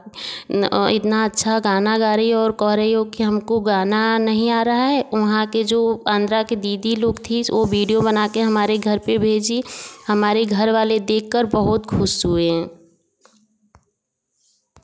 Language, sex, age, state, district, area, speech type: Hindi, female, 30-45, Uttar Pradesh, Varanasi, rural, spontaneous